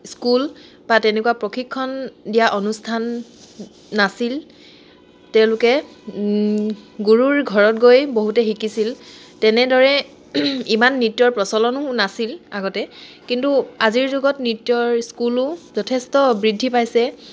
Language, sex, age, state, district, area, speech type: Assamese, female, 18-30, Assam, Charaideo, urban, spontaneous